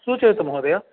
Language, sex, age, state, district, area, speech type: Sanskrit, male, 60+, Telangana, Hyderabad, urban, conversation